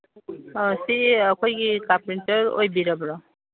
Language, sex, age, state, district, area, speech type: Manipuri, female, 60+, Manipur, Imphal East, rural, conversation